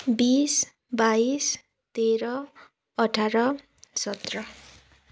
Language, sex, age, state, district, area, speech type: Nepali, female, 18-30, West Bengal, Kalimpong, rural, spontaneous